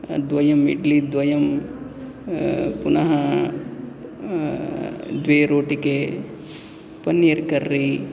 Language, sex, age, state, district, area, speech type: Sanskrit, male, 18-30, Andhra Pradesh, Guntur, urban, spontaneous